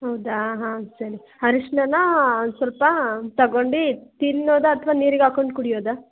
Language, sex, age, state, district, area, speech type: Kannada, female, 18-30, Karnataka, Hassan, urban, conversation